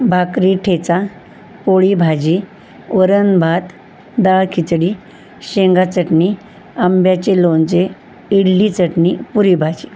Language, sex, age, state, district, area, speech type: Marathi, female, 60+, Maharashtra, Osmanabad, rural, spontaneous